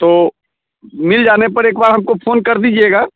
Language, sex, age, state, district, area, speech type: Hindi, male, 45-60, Bihar, Muzaffarpur, rural, conversation